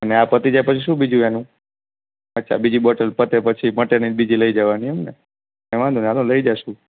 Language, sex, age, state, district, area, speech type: Gujarati, male, 18-30, Gujarat, Morbi, urban, conversation